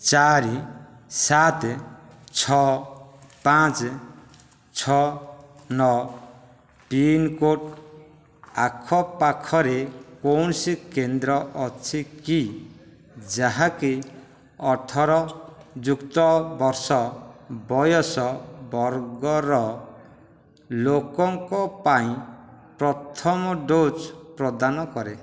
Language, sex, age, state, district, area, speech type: Odia, male, 45-60, Odisha, Dhenkanal, rural, read